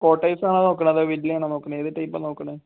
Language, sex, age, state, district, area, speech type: Malayalam, male, 18-30, Kerala, Kozhikode, rural, conversation